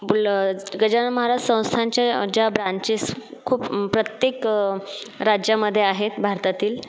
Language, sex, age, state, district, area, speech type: Marathi, female, 30-45, Maharashtra, Buldhana, urban, spontaneous